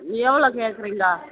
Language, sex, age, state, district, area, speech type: Tamil, female, 45-60, Tamil Nadu, Tiruvannamalai, urban, conversation